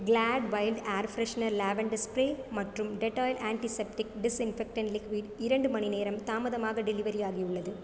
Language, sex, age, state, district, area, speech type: Tamil, female, 30-45, Tamil Nadu, Sivaganga, rural, read